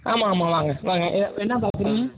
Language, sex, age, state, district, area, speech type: Tamil, male, 30-45, Tamil Nadu, Mayiladuthurai, rural, conversation